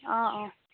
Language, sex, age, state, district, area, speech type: Assamese, female, 18-30, Assam, Lakhimpur, rural, conversation